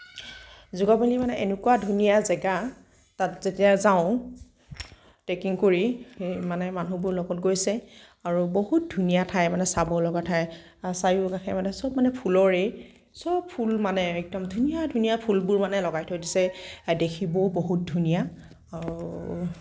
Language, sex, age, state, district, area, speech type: Assamese, female, 18-30, Assam, Nagaon, rural, spontaneous